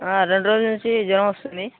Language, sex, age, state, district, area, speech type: Telugu, male, 18-30, Telangana, Nalgonda, rural, conversation